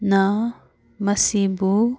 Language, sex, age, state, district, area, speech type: Manipuri, female, 18-30, Manipur, Kangpokpi, urban, read